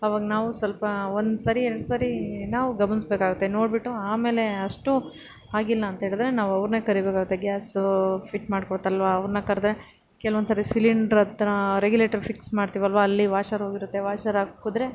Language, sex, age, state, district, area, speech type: Kannada, female, 30-45, Karnataka, Ramanagara, urban, spontaneous